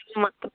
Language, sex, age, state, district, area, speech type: Kannada, female, 18-30, Karnataka, Kolar, rural, conversation